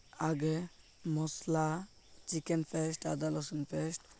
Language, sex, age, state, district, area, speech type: Odia, male, 18-30, Odisha, Koraput, urban, spontaneous